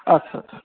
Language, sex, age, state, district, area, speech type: Assamese, male, 18-30, Assam, Charaideo, urban, conversation